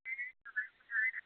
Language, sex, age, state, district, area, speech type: Hindi, female, 60+, Uttar Pradesh, Chandauli, rural, conversation